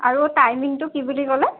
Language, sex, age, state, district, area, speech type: Assamese, female, 18-30, Assam, Jorhat, urban, conversation